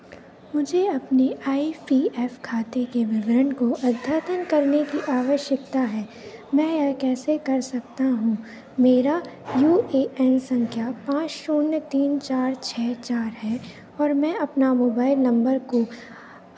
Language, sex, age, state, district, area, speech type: Hindi, female, 18-30, Madhya Pradesh, Narsinghpur, rural, read